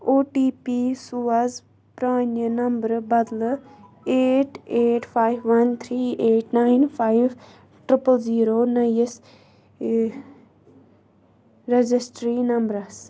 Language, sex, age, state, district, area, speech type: Kashmiri, female, 30-45, Jammu and Kashmir, Budgam, rural, read